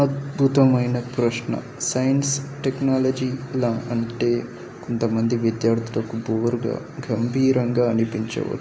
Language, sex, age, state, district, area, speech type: Telugu, male, 18-30, Telangana, Medak, rural, spontaneous